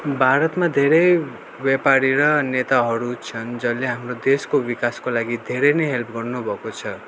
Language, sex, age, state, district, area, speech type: Nepali, male, 18-30, West Bengal, Darjeeling, rural, spontaneous